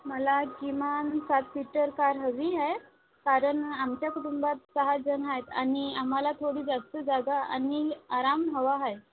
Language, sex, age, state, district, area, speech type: Marathi, female, 18-30, Maharashtra, Aurangabad, rural, conversation